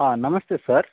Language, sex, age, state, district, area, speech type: Kannada, male, 18-30, Karnataka, Koppal, rural, conversation